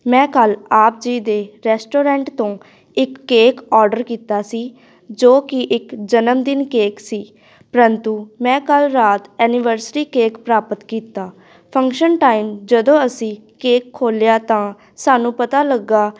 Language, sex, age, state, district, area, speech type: Punjabi, female, 18-30, Punjab, Patiala, urban, spontaneous